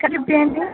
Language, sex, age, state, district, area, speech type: Sanskrit, female, 18-30, Kerala, Thrissur, urban, conversation